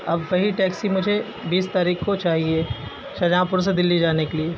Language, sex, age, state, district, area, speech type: Urdu, male, 30-45, Uttar Pradesh, Shahjahanpur, urban, spontaneous